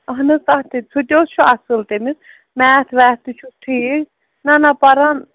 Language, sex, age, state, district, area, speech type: Kashmiri, female, 30-45, Jammu and Kashmir, Srinagar, urban, conversation